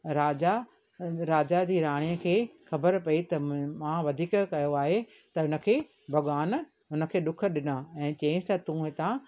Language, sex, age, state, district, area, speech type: Sindhi, female, 60+, Maharashtra, Thane, urban, spontaneous